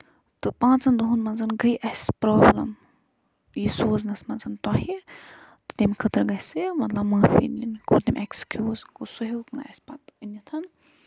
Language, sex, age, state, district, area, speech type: Kashmiri, female, 45-60, Jammu and Kashmir, Budgam, rural, spontaneous